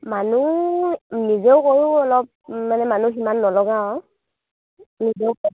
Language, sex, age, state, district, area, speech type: Assamese, female, 18-30, Assam, Dibrugarh, rural, conversation